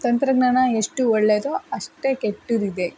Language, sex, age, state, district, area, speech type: Kannada, female, 30-45, Karnataka, Tumkur, rural, spontaneous